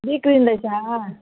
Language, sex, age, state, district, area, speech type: Nepali, female, 60+, West Bengal, Jalpaiguri, rural, conversation